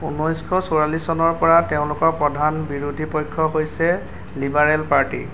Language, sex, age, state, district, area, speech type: Assamese, male, 30-45, Assam, Golaghat, urban, read